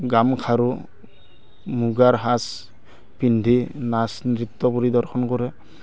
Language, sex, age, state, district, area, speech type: Assamese, male, 30-45, Assam, Barpeta, rural, spontaneous